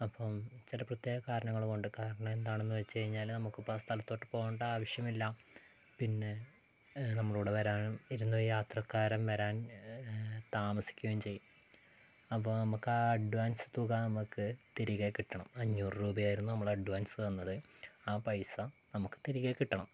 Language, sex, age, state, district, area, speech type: Malayalam, male, 18-30, Kerala, Wayanad, rural, spontaneous